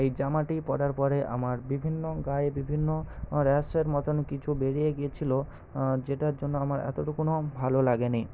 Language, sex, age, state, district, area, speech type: Bengali, male, 18-30, West Bengal, Paschim Medinipur, rural, spontaneous